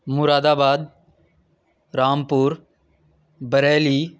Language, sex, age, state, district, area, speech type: Urdu, male, 18-30, Delhi, East Delhi, urban, spontaneous